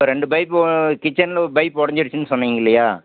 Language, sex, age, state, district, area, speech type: Tamil, male, 60+, Tamil Nadu, Erode, urban, conversation